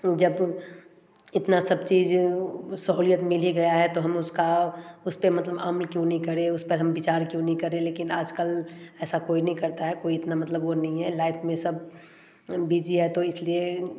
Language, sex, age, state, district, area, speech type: Hindi, female, 30-45, Bihar, Samastipur, urban, spontaneous